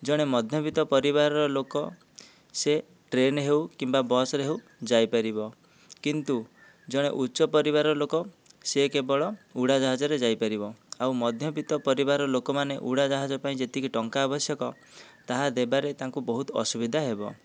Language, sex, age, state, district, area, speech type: Odia, male, 30-45, Odisha, Dhenkanal, rural, spontaneous